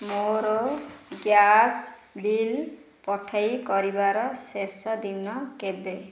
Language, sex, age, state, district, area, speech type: Odia, female, 30-45, Odisha, Ganjam, urban, read